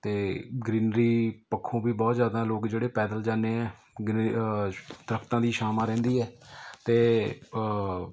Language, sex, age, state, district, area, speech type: Punjabi, male, 30-45, Punjab, Mohali, urban, spontaneous